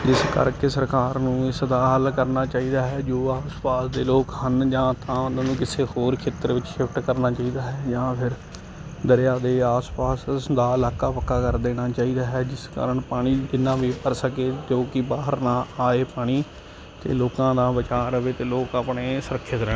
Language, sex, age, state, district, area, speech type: Punjabi, male, 18-30, Punjab, Ludhiana, urban, spontaneous